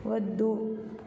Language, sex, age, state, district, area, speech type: Telugu, female, 18-30, Telangana, Vikarabad, rural, read